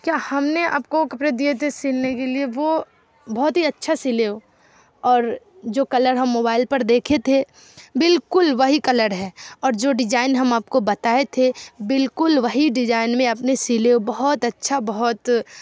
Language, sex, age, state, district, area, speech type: Urdu, female, 18-30, Bihar, Darbhanga, rural, spontaneous